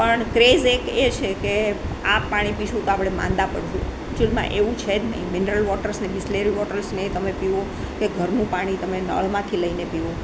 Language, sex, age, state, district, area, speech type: Gujarati, female, 60+, Gujarat, Rajkot, urban, spontaneous